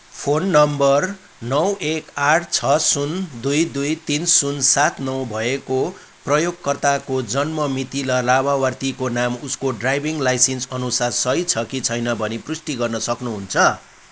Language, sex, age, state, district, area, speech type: Nepali, male, 45-60, West Bengal, Kalimpong, rural, read